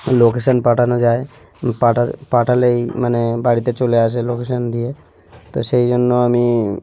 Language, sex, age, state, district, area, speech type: Bengali, male, 30-45, West Bengal, South 24 Parganas, rural, spontaneous